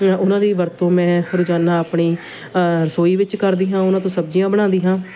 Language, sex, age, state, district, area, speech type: Punjabi, female, 30-45, Punjab, Shaheed Bhagat Singh Nagar, urban, spontaneous